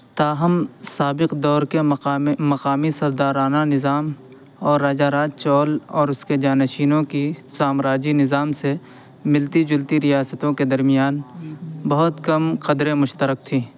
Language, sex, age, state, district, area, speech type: Urdu, male, 18-30, Uttar Pradesh, Saharanpur, urban, read